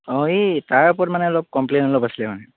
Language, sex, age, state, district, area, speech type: Assamese, male, 18-30, Assam, Dhemaji, urban, conversation